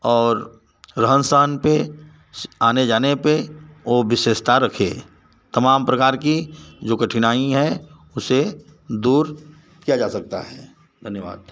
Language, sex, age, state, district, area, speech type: Hindi, male, 45-60, Uttar Pradesh, Varanasi, rural, spontaneous